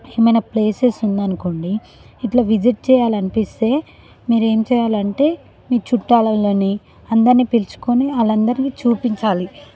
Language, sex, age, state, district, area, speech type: Telugu, female, 18-30, Telangana, Sangareddy, rural, spontaneous